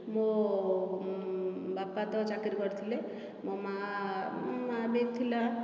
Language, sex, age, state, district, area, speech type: Odia, female, 45-60, Odisha, Dhenkanal, rural, spontaneous